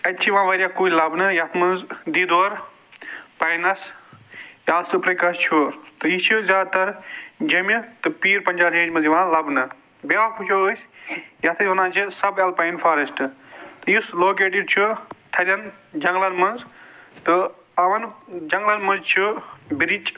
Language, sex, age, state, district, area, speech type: Kashmiri, male, 45-60, Jammu and Kashmir, Budgam, urban, spontaneous